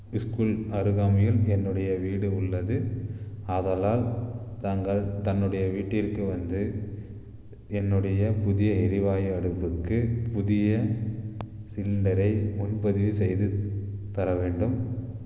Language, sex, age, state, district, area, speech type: Tamil, male, 18-30, Tamil Nadu, Dharmapuri, rural, spontaneous